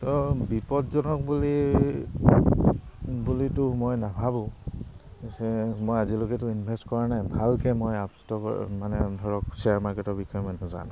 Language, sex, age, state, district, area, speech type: Assamese, male, 30-45, Assam, Charaideo, urban, spontaneous